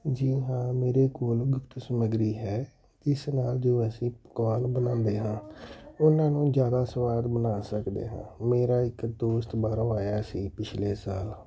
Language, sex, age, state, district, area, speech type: Punjabi, male, 45-60, Punjab, Tarn Taran, urban, spontaneous